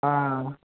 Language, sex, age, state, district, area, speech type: Tamil, male, 18-30, Tamil Nadu, Vellore, rural, conversation